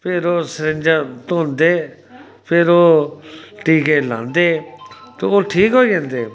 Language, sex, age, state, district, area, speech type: Dogri, male, 45-60, Jammu and Kashmir, Samba, rural, spontaneous